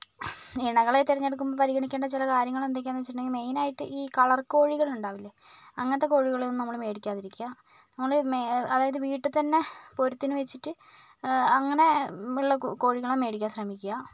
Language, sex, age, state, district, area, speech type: Malayalam, other, 30-45, Kerala, Kozhikode, urban, spontaneous